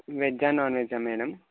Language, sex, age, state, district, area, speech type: Telugu, male, 18-30, Telangana, Nalgonda, urban, conversation